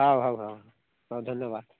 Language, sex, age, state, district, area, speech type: Odia, male, 45-60, Odisha, Rayagada, rural, conversation